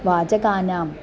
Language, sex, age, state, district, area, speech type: Sanskrit, female, 18-30, Kerala, Thrissur, urban, spontaneous